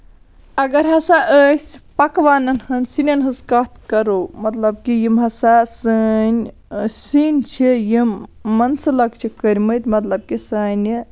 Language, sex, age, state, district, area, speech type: Kashmiri, female, 30-45, Jammu and Kashmir, Baramulla, rural, spontaneous